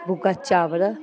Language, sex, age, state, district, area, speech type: Sindhi, female, 30-45, Uttar Pradesh, Lucknow, urban, spontaneous